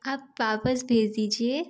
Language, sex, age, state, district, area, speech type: Hindi, female, 30-45, Madhya Pradesh, Gwalior, rural, spontaneous